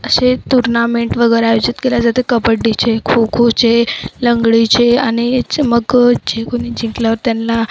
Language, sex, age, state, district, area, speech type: Marathi, female, 30-45, Maharashtra, Wardha, rural, spontaneous